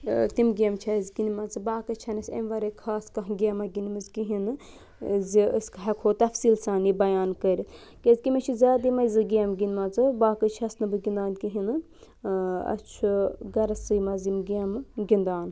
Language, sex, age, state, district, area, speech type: Kashmiri, female, 18-30, Jammu and Kashmir, Budgam, urban, spontaneous